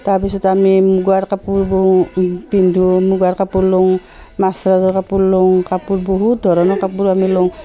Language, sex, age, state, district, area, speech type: Assamese, female, 45-60, Assam, Barpeta, rural, spontaneous